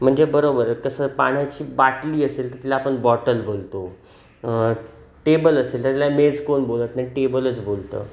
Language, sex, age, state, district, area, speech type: Marathi, male, 30-45, Maharashtra, Sindhudurg, rural, spontaneous